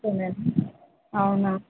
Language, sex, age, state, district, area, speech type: Telugu, female, 30-45, Telangana, Nalgonda, rural, conversation